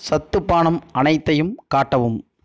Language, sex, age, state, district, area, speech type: Tamil, male, 30-45, Tamil Nadu, Erode, rural, read